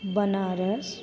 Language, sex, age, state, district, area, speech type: Hindi, female, 18-30, Uttar Pradesh, Mirzapur, rural, spontaneous